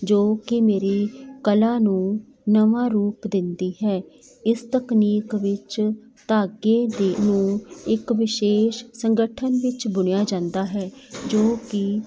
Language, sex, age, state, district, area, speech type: Punjabi, female, 45-60, Punjab, Jalandhar, urban, spontaneous